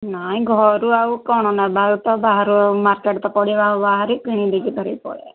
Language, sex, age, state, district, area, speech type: Odia, female, 45-60, Odisha, Gajapati, rural, conversation